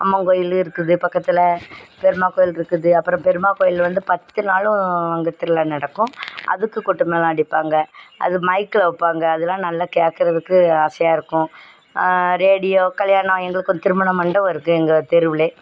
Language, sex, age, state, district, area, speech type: Tamil, female, 60+, Tamil Nadu, Thoothukudi, rural, spontaneous